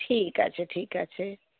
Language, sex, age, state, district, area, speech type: Bengali, female, 45-60, West Bengal, Darjeeling, rural, conversation